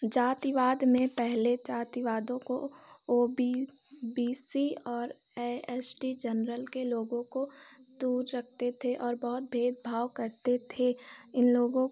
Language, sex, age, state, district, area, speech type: Hindi, female, 18-30, Uttar Pradesh, Pratapgarh, rural, spontaneous